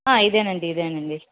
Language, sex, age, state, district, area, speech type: Telugu, female, 18-30, Andhra Pradesh, Sri Balaji, rural, conversation